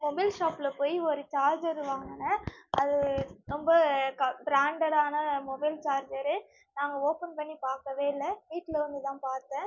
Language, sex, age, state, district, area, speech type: Tamil, female, 18-30, Tamil Nadu, Nagapattinam, rural, spontaneous